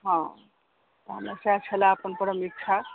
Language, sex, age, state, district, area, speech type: Maithili, female, 45-60, Bihar, Madhubani, rural, conversation